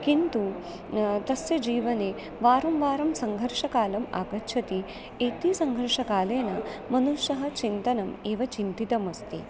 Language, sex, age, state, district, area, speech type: Sanskrit, female, 30-45, Maharashtra, Nagpur, urban, spontaneous